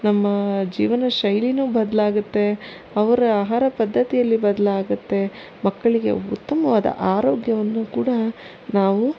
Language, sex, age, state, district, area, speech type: Kannada, female, 30-45, Karnataka, Kolar, urban, spontaneous